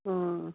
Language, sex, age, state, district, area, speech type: Manipuri, female, 60+, Manipur, Kangpokpi, urban, conversation